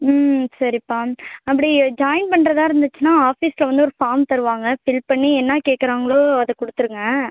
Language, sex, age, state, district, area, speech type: Tamil, female, 30-45, Tamil Nadu, Ariyalur, rural, conversation